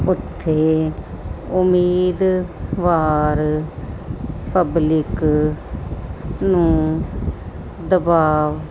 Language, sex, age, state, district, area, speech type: Punjabi, female, 30-45, Punjab, Muktsar, urban, spontaneous